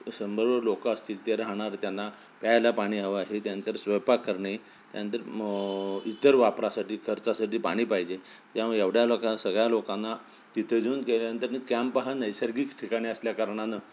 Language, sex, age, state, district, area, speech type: Marathi, male, 60+, Maharashtra, Sangli, rural, spontaneous